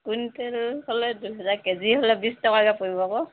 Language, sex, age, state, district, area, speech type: Assamese, female, 30-45, Assam, Tinsukia, urban, conversation